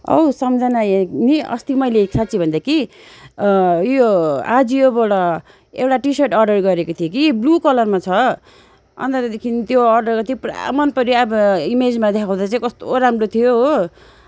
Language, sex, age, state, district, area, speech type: Nepali, female, 45-60, West Bengal, Darjeeling, rural, spontaneous